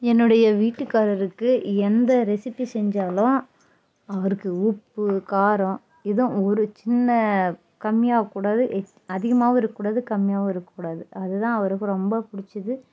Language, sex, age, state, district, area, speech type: Tamil, female, 30-45, Tamil Nadu, Dharmapuri, rural, spontaneous